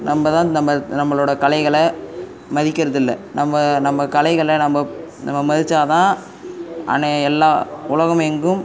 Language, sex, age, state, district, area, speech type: Tamil, male, 18-30, Tamil Nadu, Cuddalore, rural, spontaneous